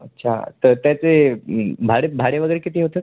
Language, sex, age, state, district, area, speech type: Marathi, male, 18-30, Maharashtra, Yavatmal, urban, conversation